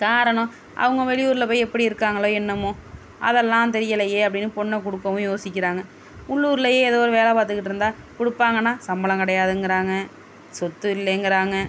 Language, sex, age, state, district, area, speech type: Tamil, female, 30-45, Tamil Nadu, Tiruvarur, rural, spontaneous